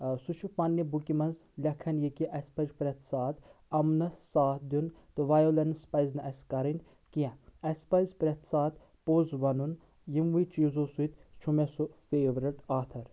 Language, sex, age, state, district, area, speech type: Kashmiri, male, 18-30, Jammu and Kashmir, Anantnag, rural, spontaneous